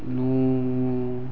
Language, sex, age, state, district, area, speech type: Kannada, male, 18-30, Karnataka, Uttara Kannada, rural, spontaneous